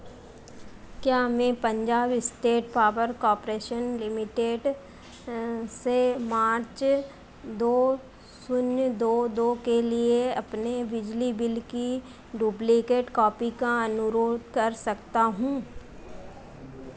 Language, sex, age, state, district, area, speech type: Hindi, female, 45-60, Madhya Pradesh, Harda, urban, read